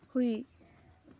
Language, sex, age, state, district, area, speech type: Manipuri, female, 18-30, Manipur, Kakching, rural, read